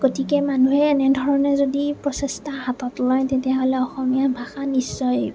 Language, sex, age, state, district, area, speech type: Assamese, female, 30-45, Assam, Nagaon, rural, spontaneous